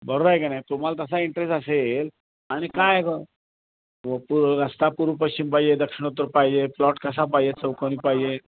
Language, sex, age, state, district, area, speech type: Marathi, male, 60+, Maharashtra, Kolhapur, urban, conversation